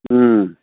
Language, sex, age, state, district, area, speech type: Manipuri, male, 60+, Manipur, Imphal East, rural, conversation